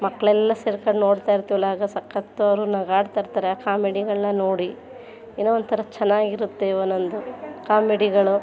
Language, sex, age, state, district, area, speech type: Kannada, female, 30-45, Karnataka, Mandya, urban, spontaneous